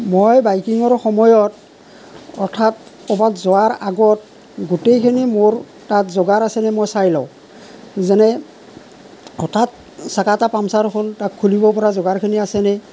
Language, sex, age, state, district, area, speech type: Assamese, male, 45-60, Assam, Nalbari, rural, spontaneous